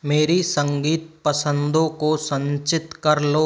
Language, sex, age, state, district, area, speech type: Hindi, male, 45-60, Rajasthan, Karauli, rural, read